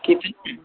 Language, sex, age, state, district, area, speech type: Hindi, male, 18-30, Uttar Pradesh, Ghazipur, rural, conversation